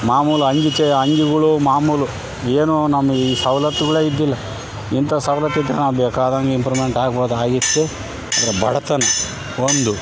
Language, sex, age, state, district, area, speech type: Kannada, male, 45-60, Karnataka, Bellary, rural, spontaneous